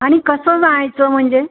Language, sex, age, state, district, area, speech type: Marathi, female, 60+, Maharashtra, Pune, urban, conversation